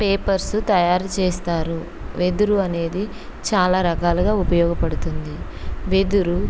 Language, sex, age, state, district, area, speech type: Telugu, female, 30-45, Andhra Pradesh, Kurnool, rural, spontaneous